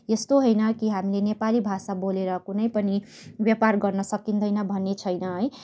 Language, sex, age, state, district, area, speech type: Nepali, female, 30-45, West Bengal, Kalimpong, rural, spontaneous